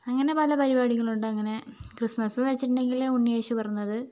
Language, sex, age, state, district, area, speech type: Malayalam, female, 45-60, Kerala, Wayanad, rural, spontaneous